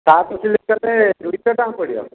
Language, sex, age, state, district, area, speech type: Odia, male, 60+, Odisha, Nayagarh, rural, conversation